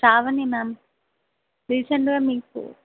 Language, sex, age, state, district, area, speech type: Telugu, female, 18-30, Telangana, Medchal, urban, conversation